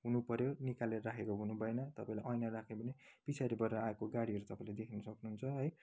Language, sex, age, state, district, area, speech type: Nepali, male, 30-45, West Bengal, Kalimpong, rural, spontaneous